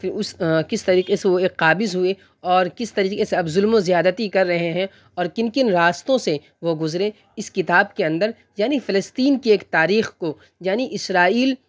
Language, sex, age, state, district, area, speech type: Urdu, male, 18-30, Delhi, North West Delhi, urban, spontaneous